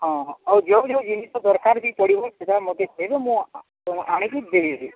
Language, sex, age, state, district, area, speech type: Odia, male, 45-60, Odisha, Nuapada, urban, conversation